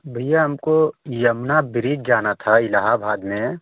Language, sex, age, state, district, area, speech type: Hindi, male, 18-30, Uttar Pradesh, Varanasi, rural, conversation